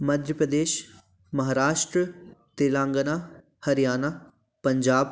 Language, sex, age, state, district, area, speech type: Hindi, male, 18-30, Madhya Pradesh, Jabalpur, urban, spontaneous